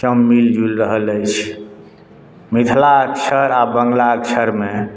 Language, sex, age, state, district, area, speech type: Maithili, male, 60+, Bihar, Madhubani, rural, spontaneous